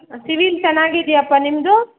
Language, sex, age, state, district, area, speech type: Kannada, female, 60+, Karnataka, Kolar, rural, conversation